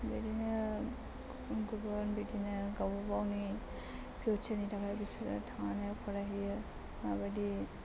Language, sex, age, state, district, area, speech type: Bodo, female, 18-30, Assam, Chirang, rural, spontaneous